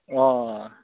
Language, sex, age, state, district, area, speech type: Bodo, male, 18-30, Assam, Kokrajhar, rural, conversation